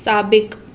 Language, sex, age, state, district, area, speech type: Sindhi, female, 30-45, Maharashtra, Mumbai Suburban, urban, read